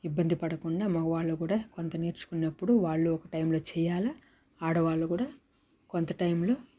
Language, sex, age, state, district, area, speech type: Telugu, female, 30-45, Andhra Pradesh, Sri Balaji, urban, spontaneous